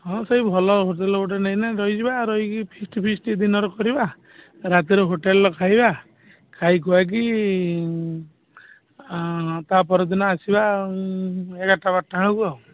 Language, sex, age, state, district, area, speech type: Odia, male, 45-60, Odisha, Balasore, rural, conversation